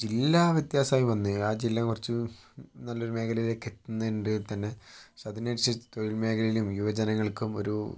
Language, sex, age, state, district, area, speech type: Malayalam, male, 18-30, Kerala, Kozhikode, urban, spontaneous